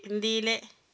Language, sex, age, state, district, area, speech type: Malayalam, female, 45-60, Kerala, Wayanad, rural, spontaneous